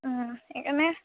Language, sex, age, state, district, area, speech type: Assamese, female, 18-30, Assam, Lakhimpur, rural, conversation